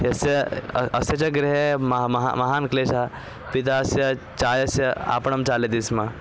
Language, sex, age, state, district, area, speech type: Sanskrit, male, 18-30, Maharashtra, Thane, urban, spontaneous